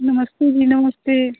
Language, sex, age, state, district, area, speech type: Hindi, female, 18-30, Bihar, Muzaffarpur, rural, conversation